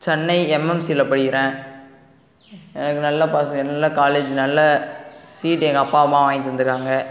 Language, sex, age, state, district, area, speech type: Tamil, male, 18-30, Tamil Nadu, Cuddalore, rural, spontaneous